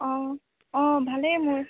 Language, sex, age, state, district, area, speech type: Assamese, female, 18-30, Assam, Tinsukia, urban, conversation